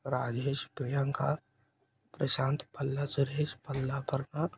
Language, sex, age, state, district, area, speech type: Telugu, male, 18-30, Telangana, Nirmal, urban, spontaneous